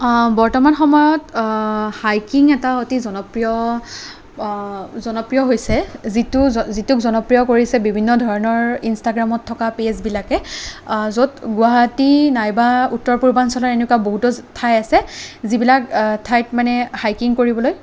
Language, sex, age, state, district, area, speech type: Assamese, female, 18-30, Assam, Kamrup Metropolitan, urban, spontaneous